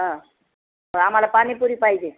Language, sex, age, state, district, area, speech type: Marathi, female, 60+, Maharashtra, Nanded, urban, conversation